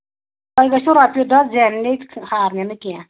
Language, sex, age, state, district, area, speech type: Kashmiri, female, 45-60, Jammu and Kashmir, Anantnag, rural, conversation